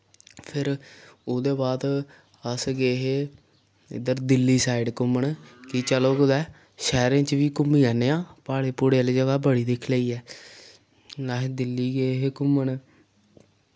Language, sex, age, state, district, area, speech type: Dogri, male, 18-30, Jammu and Kashmir, Samba, rural, spontaneous